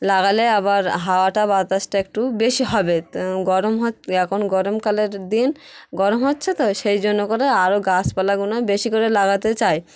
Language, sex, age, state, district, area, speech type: Bengali, female, 30-45, West Bengal, Hooghly, urban, spontaneous